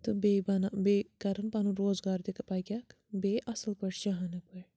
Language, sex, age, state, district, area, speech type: Kashmiri, female, 30-45, Jammu and Kashmir, Bandipora, rural, spontaneous